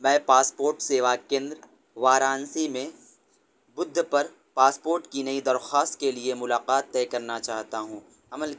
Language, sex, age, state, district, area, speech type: Urdu, male, 18-30, Delhi, North West Delhi, urban, read